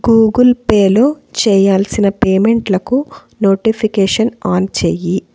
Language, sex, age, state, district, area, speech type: Telugu, female, 30-45, Andhra Pradesh, Guntur, urban, read